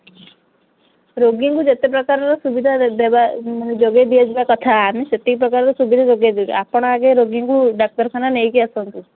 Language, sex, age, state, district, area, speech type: Odia, female, 30-45, Odisha, Sambalpur, rural, conversation